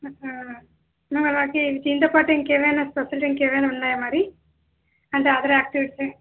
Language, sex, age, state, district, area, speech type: Telugu, female, 30-45, Andhra Pradesh, Visakhapatnam, urban, conversation